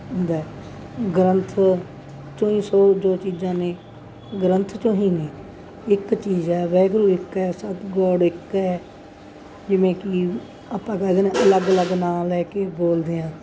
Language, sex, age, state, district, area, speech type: Punjabi, female, 60+, Punjab, Bathinda, urban, spontaneous